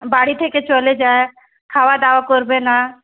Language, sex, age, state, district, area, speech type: Bengali, female, 30-45, West Bengal, Hooghly, urban, conversation